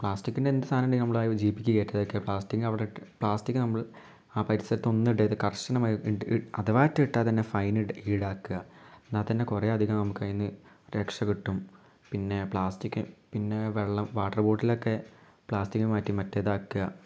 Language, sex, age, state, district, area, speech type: Malayalam, male, 18-30, Kerala, Malappuram, rural, spontaneous